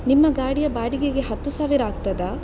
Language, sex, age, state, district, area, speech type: Kannada, female, 18-30, Karnataka, Shimoga, rural, spontaneous